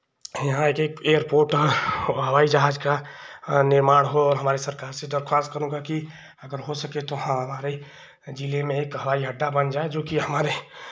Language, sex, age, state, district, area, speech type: Hindi, male, 30-45, Uttar Pradesh, Chandauli, urban, spontaneous